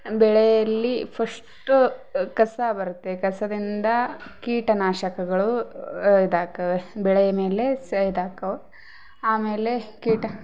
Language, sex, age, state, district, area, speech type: Kannada, female, 18-30, Karnataka, Koppal, rural, spontaneous